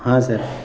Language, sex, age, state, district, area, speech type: Urdu, male, 30-45, Uttar Pradesh, Muzaffarnagar, urban, spontaneous